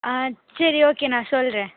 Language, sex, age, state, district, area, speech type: Tamil, female, 18-30, Tamil Nadu, Pudukkottai, rural, conversation